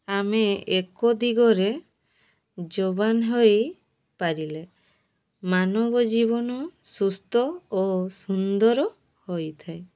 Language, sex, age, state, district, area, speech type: Odia, female, 18-30, Odisha, Mayurbhanj, rural, spontaneous